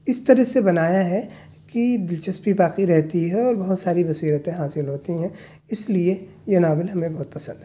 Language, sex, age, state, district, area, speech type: Urdu, male, 30-45, Delhi, South Delhi, urban, spontaneous